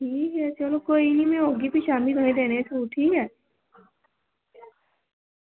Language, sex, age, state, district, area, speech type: Dogri, female, 18-30, Jammu and Kashmir, Jammu, rural, conversation